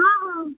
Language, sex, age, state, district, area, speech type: Odia, female, 60+, Odisha, Boudh, rural, conversation